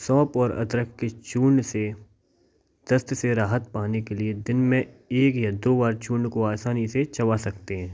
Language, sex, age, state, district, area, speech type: Hindi, male, 18-30, Madhya Pradesh, Gwalior, rural, spontaneous